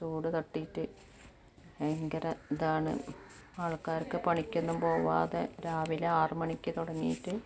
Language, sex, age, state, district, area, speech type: Malayalam, female, 45-60, Kerala, Malappuram, rural, spontaneous